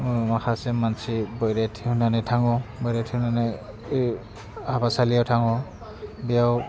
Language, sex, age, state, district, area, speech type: Bodo, male, 45-60, Assam, Udalguri, rural, spontaneous